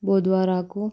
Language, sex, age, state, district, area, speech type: Telugu, female, 18-30, Telangana, Vikarabad, urban, spontaneous